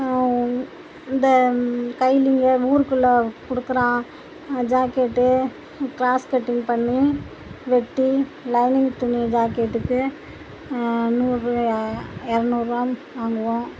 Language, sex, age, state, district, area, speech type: Tamil, female, 60+, Tamil Nadu, Tiruchirappalli, rural, spontaneous